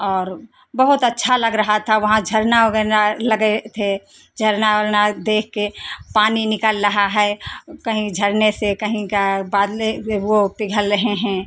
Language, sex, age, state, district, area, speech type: Hindi, female, 45-60, Uttar Pradesh, Lucknow, rural, spontaneous